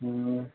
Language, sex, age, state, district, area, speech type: Hindi, male, 30-45, Uttar Pradesh, Lucknow, rural, conversation